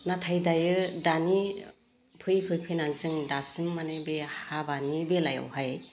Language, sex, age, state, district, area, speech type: Bodo, female, 45-60, Assam, Udalguri, urban, spontaneous